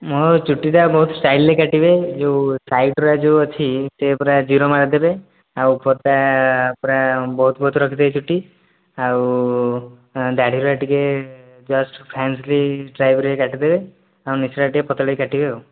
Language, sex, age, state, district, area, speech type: Odia, male, 18-30, Odisha, Dhenkanal, rural, conversation